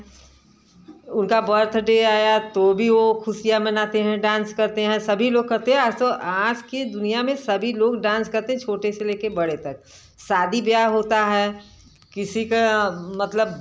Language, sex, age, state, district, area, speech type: Hindi, female, 60+, Uttar Pradesh, Varanasi, rural, spontaneous